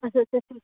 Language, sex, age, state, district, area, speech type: Kashmiri, female, 18-30, Jammu and Kashmir, Srinagar, rural, conversation